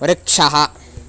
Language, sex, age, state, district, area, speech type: Sanskrit, male, 18-30, Karnataka, Bangalore Rural, urban, read